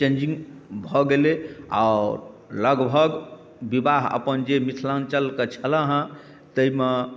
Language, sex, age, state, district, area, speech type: Maithili, male, 45-60, Bihar, Darbhanga, rural, spontaneous